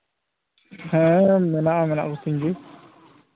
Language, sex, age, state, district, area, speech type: Santali, male, 18-30, Jharkhand, Pakur, rural, conversation